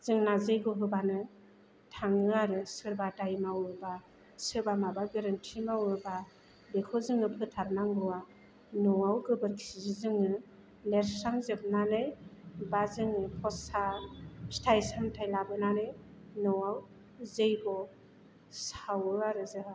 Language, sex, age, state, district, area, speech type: Bodo, female, 45-60, Assam, Chirang, rural, spontaneous